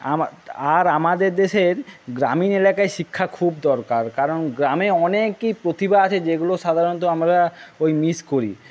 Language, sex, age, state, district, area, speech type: Bengali, male, 30-45, West Bengal, Jhargram, rural, spontaneous